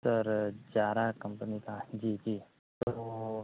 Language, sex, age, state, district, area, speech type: Hindi, male, 18-30, Uttar Pradesh, Azamgarh, rural, conversation